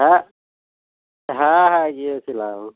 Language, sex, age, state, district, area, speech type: Bengali, male, 45-60, West Bengal, Dakshin Dinajpur, rural, conversation